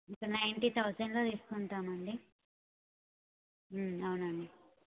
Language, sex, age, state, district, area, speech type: Telugu, female, 18-30, Telangana, Suryapet, urban, conversation